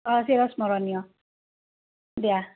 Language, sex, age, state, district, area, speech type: Assamese, female, 60+, Assam, Barpeta, rural, conversation